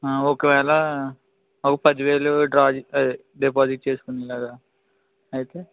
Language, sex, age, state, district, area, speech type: Telugu, male, 18-30, Andhra Pradesh, Eluru, rural, conversation